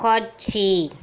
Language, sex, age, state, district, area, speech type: Tamil, female, 30-45, Tamil Nadu, Ariyalur, rural, read